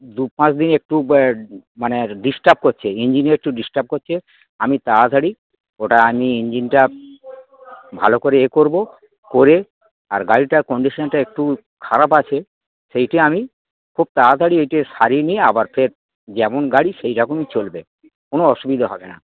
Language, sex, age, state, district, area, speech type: Bengali, male, 60+, West Bengal, Dakshin Dinajpur, rural, conversation